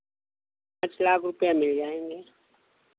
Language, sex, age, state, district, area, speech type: Hindi, male, 45-60, Uttar Pradesh, Lucknow, rural, conversation